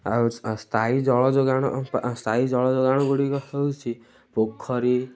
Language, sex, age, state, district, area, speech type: Odia, male, 18-30, Odisha, Kendujhar, urban, spontaneous